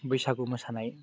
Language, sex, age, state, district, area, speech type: Bodo, male, 18-30, Assam, Baksa, rural, spontaneous